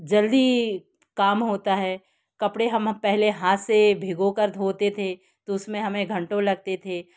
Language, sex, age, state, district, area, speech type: Hindi, female, 60+, Madhya Pradesh, Jabalpur, urban, spontaneous